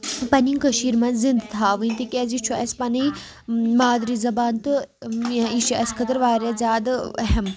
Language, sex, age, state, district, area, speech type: Kashmiri, female, 18-30, Jammu and Kashmir, Baramulla, rural, spontaneous